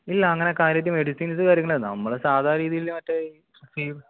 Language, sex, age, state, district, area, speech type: Malayalam, female, 18-30, Kerala, Kozhikode, urban, conversation